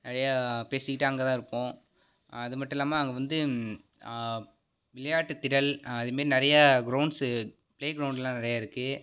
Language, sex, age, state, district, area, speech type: Tamil, male, 30-45, Tamil Nadu, Tiruvarur, urban, spontaneous